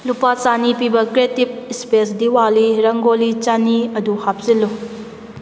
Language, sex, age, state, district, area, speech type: Manipuri, female, 30-45, Manipur, Kakching, rural, read